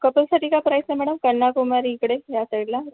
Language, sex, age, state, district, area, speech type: Marathi, female, 30-45, Maharashtra, Akola, urban, conversation